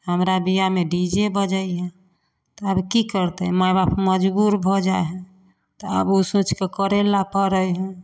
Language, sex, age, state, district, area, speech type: Maithili, female, 45-60, Bihar, Samastipur, rural, spontaneous